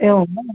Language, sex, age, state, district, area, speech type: Sanskrit, male, 30-45, Karnataka, Vijayapura, urban, conversation